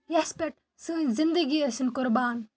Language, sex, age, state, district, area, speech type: Kashmiri, female, 45-60, Jammu and Kashmir, Baramulla, rural, spontaneous